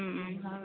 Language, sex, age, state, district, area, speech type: Assamese, female, 30-45, Assam, Kamrup Metropolitan, urban, conversation